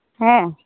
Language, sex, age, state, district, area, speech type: Santali, female, 30-45, West Bengal, Malda, rural, conversation